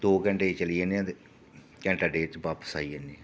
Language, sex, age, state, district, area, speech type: Dogri, male, 30-45, Jammu and Kashmir, Reasi, rural, spontaneous